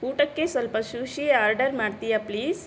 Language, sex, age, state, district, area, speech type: Kannada, female, 60+, Karnataka, Bangalore Rural, rural, read